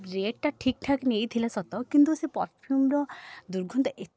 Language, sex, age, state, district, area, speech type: Odia, female, 18-30, Odisha, Puri, urban, spontaneous